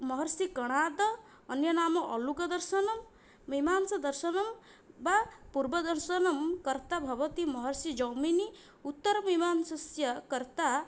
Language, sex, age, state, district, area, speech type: Sanskrit, female, 18-30, Odisha, Puri, rural, spontaneous